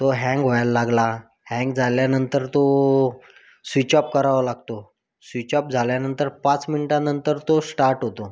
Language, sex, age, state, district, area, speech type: Marathi, male, 30-45, Maharashtra, Thane, urban, spontaneous